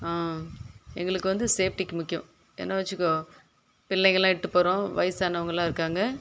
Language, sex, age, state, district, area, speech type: Tamil, female, 60+, Tamil Nadu, Kallakurichi, urban, spontaneous